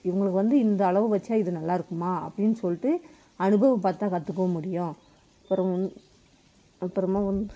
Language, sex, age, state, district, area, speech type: Tamil, female, 60+, Tamil Nadu, Krishnagiri, rural, spontaneous